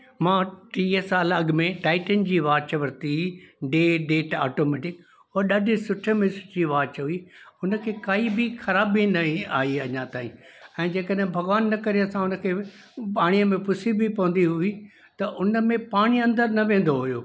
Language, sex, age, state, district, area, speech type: Sindhi, male, 60+, Madhya Pradesh, Indore, urban, spontaneous